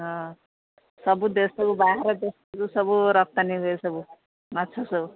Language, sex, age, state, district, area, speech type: Odia, female, 30-45, Odisha, Jagatsinghpur, rural, conversation